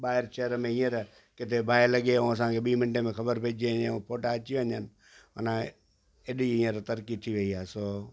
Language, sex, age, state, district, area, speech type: Sindhi, male, 60+, Gujarat, Kutch, rural, spontaneous